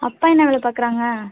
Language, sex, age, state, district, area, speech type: Tamil, female, 30-45, Tamil Nadu, Ariyalur, rural, conversation